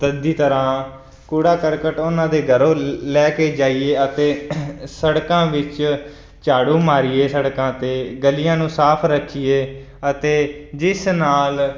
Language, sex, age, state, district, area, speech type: Punjabi, male, 18-30, Punjab, Fazilka, rural, spontaneous